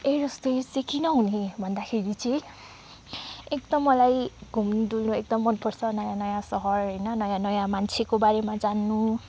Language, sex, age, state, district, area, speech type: Nepali, female, 18-30, West Bengal, Kalimpong, rural, spontaneous